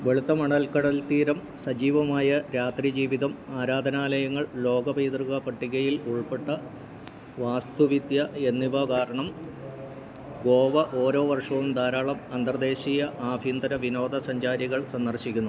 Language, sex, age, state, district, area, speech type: Malayalam, male, 60+, Kerala, Idukki, rural, read